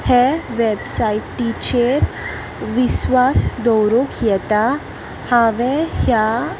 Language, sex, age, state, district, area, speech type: Goan Konkani, female, 18-30, Goa, Salcete, rural, read